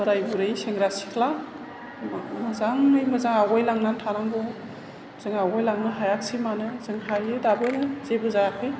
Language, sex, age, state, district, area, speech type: Bodo, female, 45-60, Assam, Chirang, urban, spontaneous